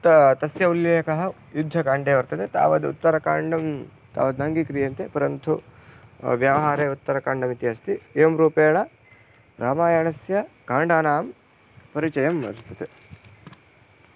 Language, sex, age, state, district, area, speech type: Sanskrit, male, 18-30, Karnataka, Vijayapura, rural, spontaneous